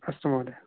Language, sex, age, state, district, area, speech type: Sanskrit, male, 18-30, Telangana, Hyderabad, urban, conversation